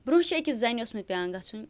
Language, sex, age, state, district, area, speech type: Kashmiri, female, 18-30, Jammu and Kashmir, Bandipora, rural, spontaneous